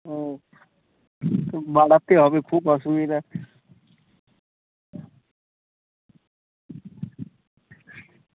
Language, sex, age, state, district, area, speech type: Bengali, male, 18-30, West Bengal, Birbhum, urban, conversation